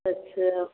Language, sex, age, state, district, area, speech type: Hindi, female, 60+, Uttar Pradesh, Varanasi, rural, conversation